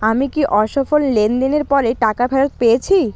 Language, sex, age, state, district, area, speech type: Bengali, female, 30-45, West Bengal, Purba Medinipur, rural, read